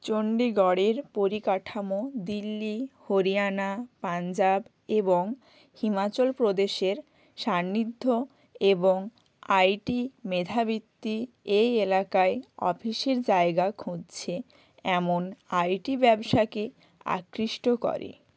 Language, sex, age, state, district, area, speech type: Bengali, female, 18-30, West Bengal, Hooghly, urban, read